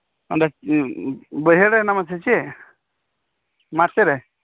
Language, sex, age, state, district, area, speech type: Santali, male, 30-45, West Bengal, Birbhum, rural, conversation